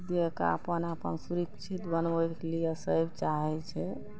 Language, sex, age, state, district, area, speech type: Maithili, female, 45-60, Bihar, Araria, rural, spontaneous